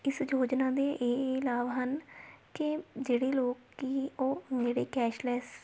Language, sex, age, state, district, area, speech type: Punjabi, female, 18-30, Punjab, Shaheed Bhagat Singh Nagar, rural, spontaneous